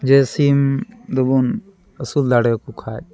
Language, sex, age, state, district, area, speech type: Santali, male, 30-45, West Bengal, Dakshin Dinajpur, rural, spontaneous